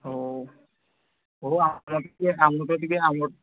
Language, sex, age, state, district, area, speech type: Odia, male, 18-30, Odisha, Mayurbhanj, rural, conversation